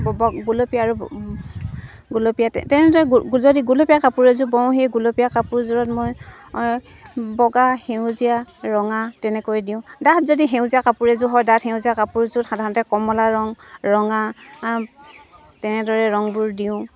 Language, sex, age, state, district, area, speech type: Assamese, female, 45-60, Assam, Dibrugarh, rural, spontaneous